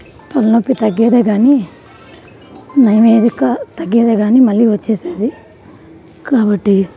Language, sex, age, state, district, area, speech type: Telugu, female, 30-45, Andhra Pradesh, Nellore, rural, spontaneous